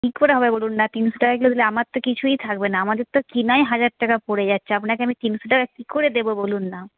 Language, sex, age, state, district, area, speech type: Bengali, female, 30-45, West Bengal, Paschim Medinipur, rural, conversation